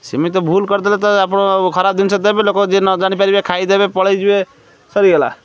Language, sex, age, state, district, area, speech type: Odia, male, 30-45, Odisha, Kendrapara, urban, spontaneous